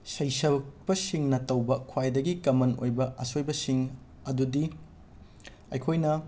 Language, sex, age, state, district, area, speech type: Manipuri, male, 18-30, Manipur, Imphal West, rural, spontaneous